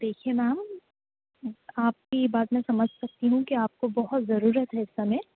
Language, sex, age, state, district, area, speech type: Urdu, female, 18-30, Delhi, East Delhi, urban, conversation